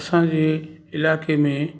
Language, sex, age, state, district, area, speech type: Sindhi, male, 60+, Gujarat, Kutch, rural, spontaneous